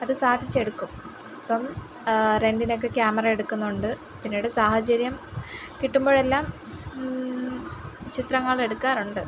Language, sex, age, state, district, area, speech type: Malayalam, female, 18-30, Kerala, Kollam, rural, spontaneous